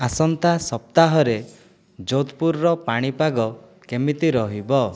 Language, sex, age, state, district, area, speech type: Odia, male, 30-45, Odisha, Kandhamal, rural, read